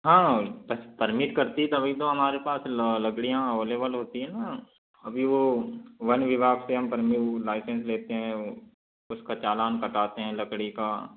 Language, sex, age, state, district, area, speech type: Hindi, male, 60+, Madhya Pradesh, Balaghat, rural, conversation